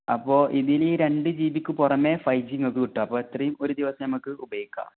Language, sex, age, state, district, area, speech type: Malayalam, male, 18-30, Kerala, Kozhikode, rural, conversation